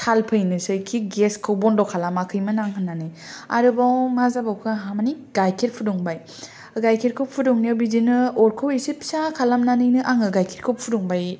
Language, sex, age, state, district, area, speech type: Bodo, female, 18-30, Assam, Kokrajhar, rural, spontaneous